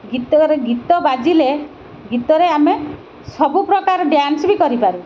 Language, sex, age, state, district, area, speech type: Odia, female, 60+, Odisha, Kendrapara, urban, spontaneous